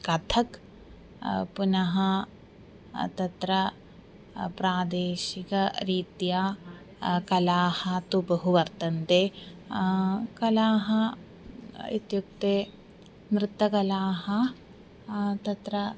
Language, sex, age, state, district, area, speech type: Sanskrit, female, 18-30, Kerala, Thiruvananthapuram, urban, spontaneous